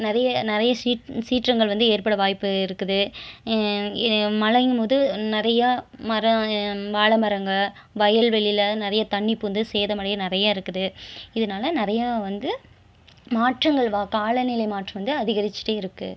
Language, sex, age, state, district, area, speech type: Tamil, female, 18-30, Tamil Nadu, Erode, rural, spontaneous